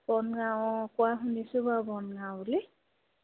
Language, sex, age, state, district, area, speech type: Assamese, female, 30-45, Assam, Majuli, urban, conversation